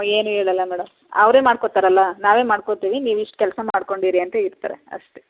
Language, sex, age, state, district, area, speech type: Kannada, female, 30-45, Karnataka, Chamarajanagar, rural, conversation